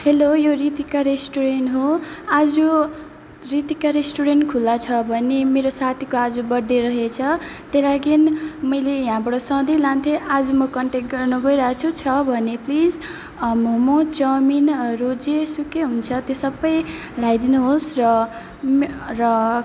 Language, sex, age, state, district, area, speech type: Nepali, female, 30-45, West Bengal, Alipurduar, urban, spontaneous